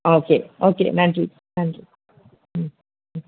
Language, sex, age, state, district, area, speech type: Tamil, female, 45-60, Tamil Nadu, Kanchipuram, urban, conversation